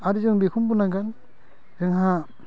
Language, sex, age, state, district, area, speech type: Bodo, male, 45-60, Assam, Udalguri, rural, spontaneous